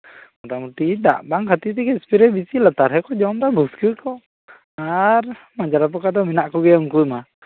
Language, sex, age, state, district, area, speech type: Santali, male, 18-30, West Bengal, Bankura, rural, conversation